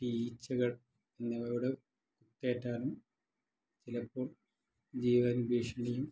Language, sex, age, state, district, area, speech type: Malayalam, male, 60+, Kerala, Malappuram, rural, spontaneous